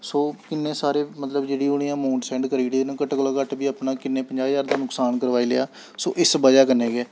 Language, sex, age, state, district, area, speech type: Dogri, male, 18-30, Jammu and Kashmir, Samba, rural, spontaneous